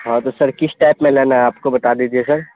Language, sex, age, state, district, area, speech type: Urdu, male, 18-30, Bihar, Saharsa, rural, conversation